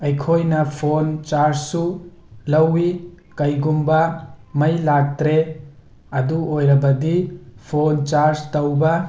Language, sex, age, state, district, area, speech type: Manipuri, male, 30-45, Manipur, Tengnoupal, urban, spontaneous